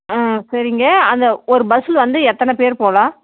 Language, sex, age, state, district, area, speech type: Tamil, female, 60+, Tamil Nadu, Krishnagiri, rural, conversation